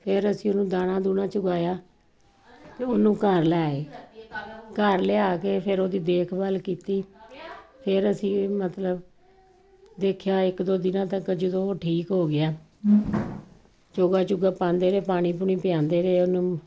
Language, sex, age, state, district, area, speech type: Punjabi, female, 45-60, Punjab, Kapurthala, urban, spontaneous